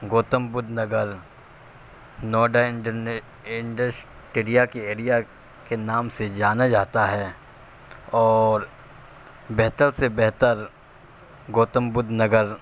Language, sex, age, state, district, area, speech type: Urdu, male, 30-45, Uttar Pradesh, Gautam Buddha Nagar, urban, spontaneous